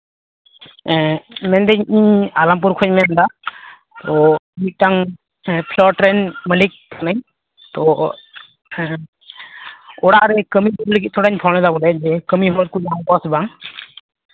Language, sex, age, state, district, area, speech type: Santali, male, 18-30, West Bengal, Malda, rural, conversation